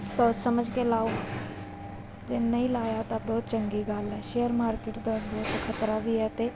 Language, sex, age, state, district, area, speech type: Punjabi, female, 30-45, Punjab, Mansa, urban, spontaneous